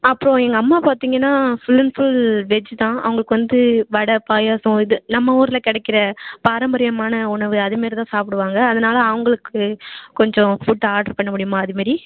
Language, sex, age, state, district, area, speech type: Tamil, female, 30-45, Tamil Nadu, Tiruvarur, rural, conversation